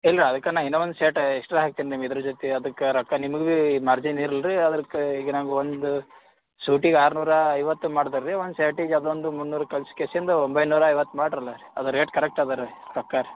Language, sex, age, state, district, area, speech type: Kannada, male, 18-30, Karnataka, Gulbarga, urban, conversation